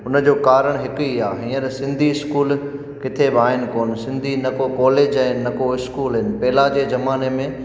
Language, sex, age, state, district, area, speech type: Sindhi, male, 30-45, Gujarat, Junagadh, rural, spontaneous